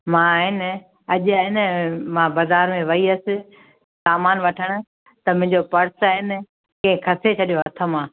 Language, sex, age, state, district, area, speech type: Sindhi, female, 60+, Gujarat, Kutch, urban, conversation